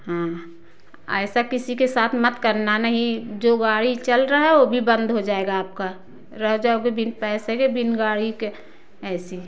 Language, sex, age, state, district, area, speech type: Hindi, female, 45-60, Uttar Pradesh, Prayagraj, rural, spontaneous